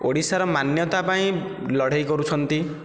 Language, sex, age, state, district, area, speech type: Odia, male, 18-30, Odisha, Nayagarh, rural, spontaneous